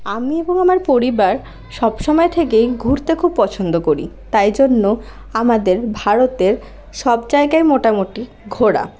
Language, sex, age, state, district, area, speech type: Bengali, female, 18-30, West Bengal, Paschim Bardhaman, rural, spontaneous